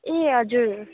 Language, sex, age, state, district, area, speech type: Nepali, female, 30-45, West Bengal, Darjeeling, rural, conversation